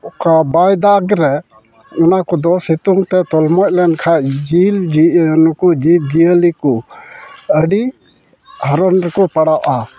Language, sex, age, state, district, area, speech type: Santali, male, 60+, West Bengal, Malda, rural, spontaneous